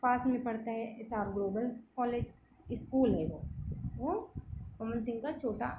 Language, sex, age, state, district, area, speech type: Hindi, female, 30-45, Uttar Pradesh, Lucknow, rural, spontaneous